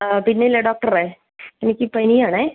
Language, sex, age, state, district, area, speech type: Malayalam, female, 60+, Kerala, Wayanad, rural, conversation